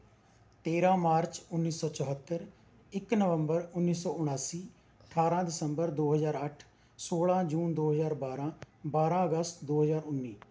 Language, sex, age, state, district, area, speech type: Punjabi, male, 45-60, Punjab, Rupnagar, rural, spontaneous